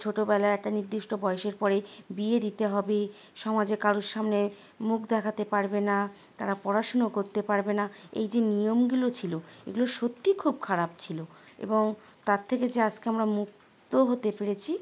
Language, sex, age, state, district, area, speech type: Bengali, female, 30-45, West Bengal, Howrah, urban, spontaneous